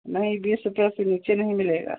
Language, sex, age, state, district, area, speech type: Hindi, female, 60+, Uttar Pradesh, Hardoi, rural, conversation